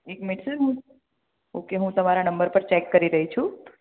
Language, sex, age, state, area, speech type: Gujarati, female, 30-45, Gujarat, urban, conversation